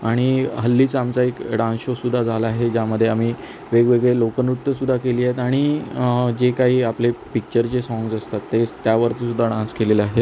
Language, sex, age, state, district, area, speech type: Marathi, male, 30-45, Maharashtra, Sindhudurg, urban, spontaneous